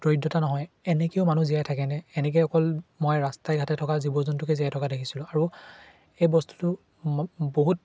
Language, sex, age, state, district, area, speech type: Assamese, male, 18-30, Assam, Charaideo, urban, spontaneous